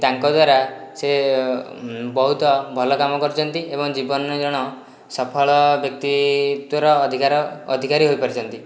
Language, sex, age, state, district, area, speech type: Odia, male, 18-30, Odisha, Dhenkanal, rural, spontaneous